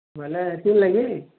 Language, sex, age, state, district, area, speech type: Odia, male, 30-45, Odisha, Bargarh, urban, conversation